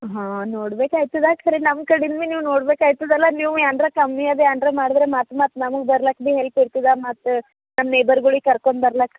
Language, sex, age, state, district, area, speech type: Kannada, female, 18-30, Karnataka, Bidar, rural, conversation